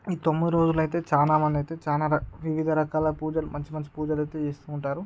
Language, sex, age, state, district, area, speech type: Telugu, male, 18-30, Andhra Pradesh, Srikakulam, urban, spontaneous